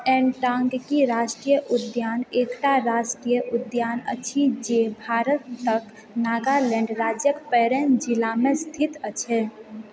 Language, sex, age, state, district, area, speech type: Maithili, female, 30-45, Bihar, Purnia, urban, read